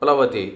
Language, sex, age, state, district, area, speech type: Sanskrit, male, 60+, Tamil Nadu, Coimbatore, urban, read